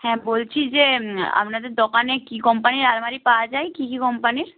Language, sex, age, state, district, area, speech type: Bengali, female, 30-45, West Bengal, Purba Medinipur, rural, conversation